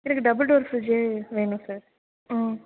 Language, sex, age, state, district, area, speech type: Tamil, female, 18-30, Tamil Nadu, Thanjavur, rural, conversation